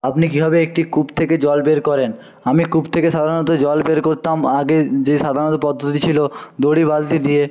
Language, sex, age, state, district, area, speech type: Bengali, male, 45-60, West Bengal, Jhargram, rural, spontaneous